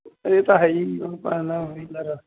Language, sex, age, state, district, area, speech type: Punjabi, male, 60+, Punjab, Bathinda, rural, conversation